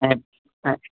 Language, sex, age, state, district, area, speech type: Sindhi, male, 30-45, Gujarat, Kutch, urban, conversation